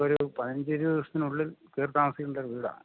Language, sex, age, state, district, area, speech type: Malayalam, male, 60+, Kerala, Idukki, rural, conversation